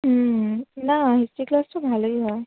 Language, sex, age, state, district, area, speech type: Bengali, female, 18-30, West Bengal, Howrah, urban, conversation